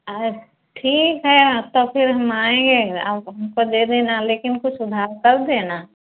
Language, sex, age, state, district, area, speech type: Hindi, female, 60+, Uttar Pradesh, Ayodhya, rural, conversation